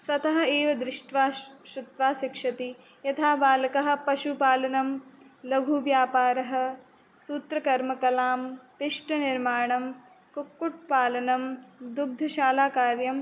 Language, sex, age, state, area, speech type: Sanskrit, female, 18-30, Uttar Pradesh, rural, spontaneous